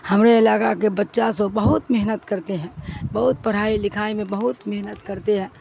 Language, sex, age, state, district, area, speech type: Urdu, female, 60+, Bihar, Supaul, rural, spontaneous